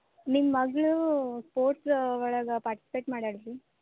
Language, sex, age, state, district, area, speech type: Kannada, female, 18-30, Karnataka, Dharwad, rural, conversation